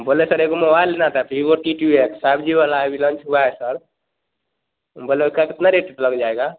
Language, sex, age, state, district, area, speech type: Hindi, male, 18-30, Bihar, Vaishali, rural, conversation